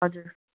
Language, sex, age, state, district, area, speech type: Nepali, female, 45-60, West Bengal, Darjeeling, rural, conversation